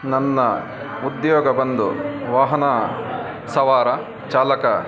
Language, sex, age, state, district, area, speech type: Kannada, male, 30-45, Karnataka, Bangalore Urban, urban, spontaneous